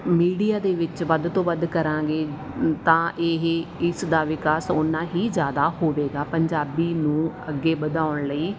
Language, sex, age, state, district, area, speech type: Punjabi, female, 30-45, Punjab, Mansa, rural, spontaneous